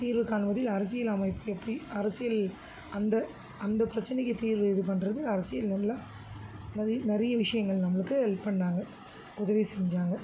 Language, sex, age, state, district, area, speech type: Tamil, female, 30-45, Tamil Nadu, Tiruvallur, urban, spontaneous